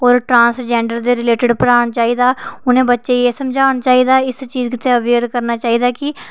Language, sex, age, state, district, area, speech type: Dogri, female, 30-45, Jammu and Kashmir, Reasi, urban, spontaneous